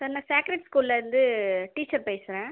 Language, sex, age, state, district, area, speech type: Tamil, female, 30-45, Tamil Nadu, Viluppuram, urban, conversation